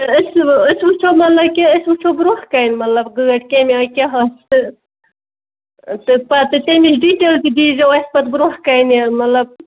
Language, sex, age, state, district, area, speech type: Kashmiri, female, 30-45, Jammu and Kashmir, Budgam, rural, conversation